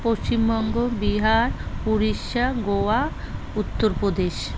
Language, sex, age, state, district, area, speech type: Bengali, female, 45-60, West Bengal, South 24 Parganas, rural, spontaneous